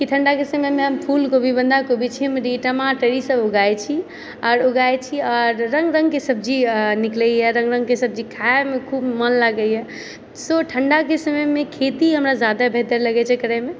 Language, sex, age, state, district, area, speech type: Maithili, female, 30-45, Bihar, Purnia, rural, spontaneous